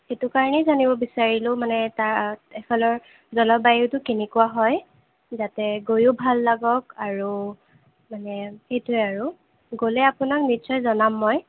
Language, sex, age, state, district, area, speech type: Assamese, female, 18-30, Assam, Sonitpur, rural, conversation